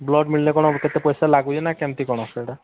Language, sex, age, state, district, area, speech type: Odia, male, 45-60, Odisha, Sambalpur, rural, conversation